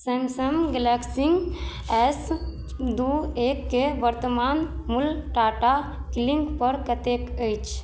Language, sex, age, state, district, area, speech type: Maithili, female, 18-30, Bihar, Madhubani, rural, read